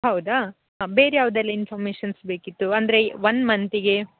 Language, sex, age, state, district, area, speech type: Kannada, female, 18-30, Karnataka, Dakshina Kannada, rural, conversation